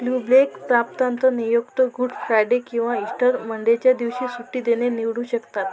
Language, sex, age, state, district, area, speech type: Marathi, female, 45-60, Maharashtra, Amravati, rural, read